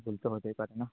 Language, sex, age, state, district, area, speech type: Bengali, male, 30-45, West Bengal, Bankura, urban, conversation